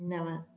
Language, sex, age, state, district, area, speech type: Sindhi, female, 30-45, Maharashtra, Thane, urban, read